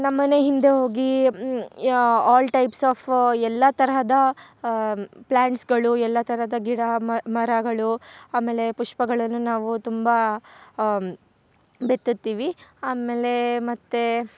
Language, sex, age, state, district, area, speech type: Kannada, female, 18-30, Karnataka, Chikkamagaluru, rural, spontaneous